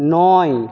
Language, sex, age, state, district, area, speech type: Bengali, male, 60+, West Bengal, Jhargram, rural, read